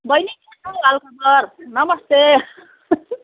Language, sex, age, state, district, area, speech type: Nepali, female, 30-45, West Bengal, Kalimpong, rural, conversation